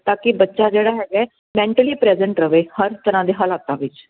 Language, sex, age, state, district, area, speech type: Punjabi, female, 30-45, Punjab, Jalandhar, urban, conversation